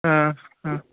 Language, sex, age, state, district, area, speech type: Sanskrit, male, 30-45, Karnataka, Udupi, urban, conversation